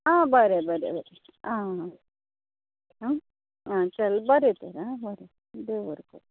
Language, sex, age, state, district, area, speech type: Goan Konkani, female, 45-60, Goa, Quepem, rural, conversation